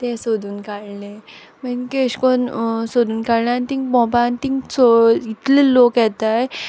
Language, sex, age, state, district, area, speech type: Goan Konkani, female, 18-30, Goa, Quepem, rural, spontaneous